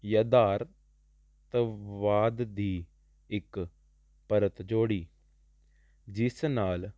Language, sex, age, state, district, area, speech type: Punjabi, male, 18-30, Punjab, Jalandhar, urban, spontaneous